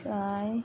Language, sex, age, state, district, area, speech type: Bodo, female, 30-45, Assam, Udalguri, urban, spontaneous